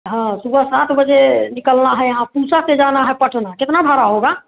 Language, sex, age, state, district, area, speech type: Hindi, female, 45-60, Bihar, Samastipur, rural, conversation